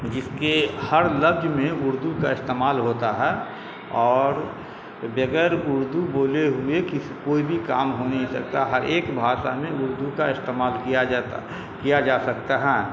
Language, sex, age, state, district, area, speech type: Urdu, male, 45-60, Bihar, Darbhanga, urban, spontaneous